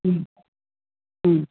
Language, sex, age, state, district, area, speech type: Tamil, female, 60+, Tamil Nadu, Vellore, rural, conversation